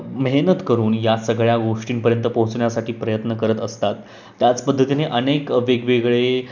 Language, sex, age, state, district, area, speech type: Marathi, male, 18-30, Maharashtra, Pune, urban, spontaneous